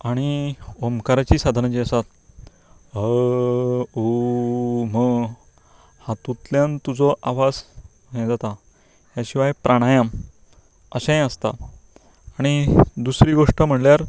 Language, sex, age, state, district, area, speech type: Goan Konkani, male, 45-60, Goa, Canacona, rural, spontaneous